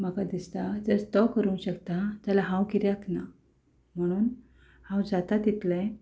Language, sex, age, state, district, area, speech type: Goan Konkani, female, 30-45, Goa, Ponda, rural, spontaneous